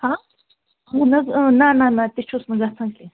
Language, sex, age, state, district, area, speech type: Kashmiri, female, 45-60, Jammu and Kashmir, Budgam, rural, conversation